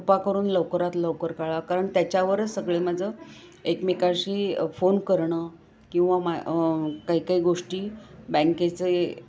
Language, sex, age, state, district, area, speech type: Marathi, female, 60+, Maharashtra, Kolhapur, urban, spontaneous